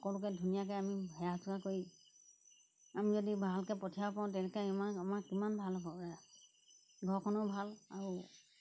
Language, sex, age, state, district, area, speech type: Assamese, female, 60+, Assam, Golaghat, rural, spontaneous